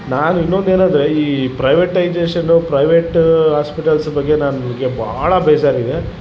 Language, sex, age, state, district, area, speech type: Kannada, male, 30-45, Karnataka, Vijayanagara, rural, spontaneous